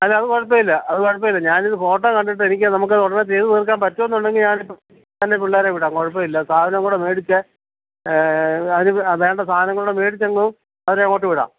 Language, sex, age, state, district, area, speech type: Malayalam, male, 45-60, Kerala, Kottayam, rural, conversation